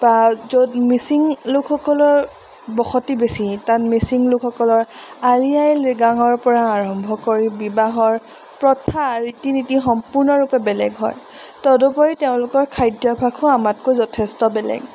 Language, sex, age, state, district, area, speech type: Assamese, female, 18-30, Assam, Golaghat, urban, spontaneous